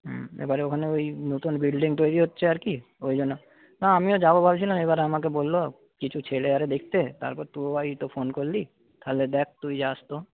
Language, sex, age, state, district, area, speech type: Bengali, male, 30-45, West Bengal, Paschim Medinipur, rural, conversation